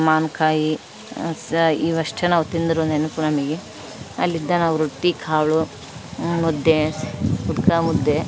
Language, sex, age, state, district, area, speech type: Kannada, female, 30-45, Karnataka, Vijayanagara, rural, spontaneous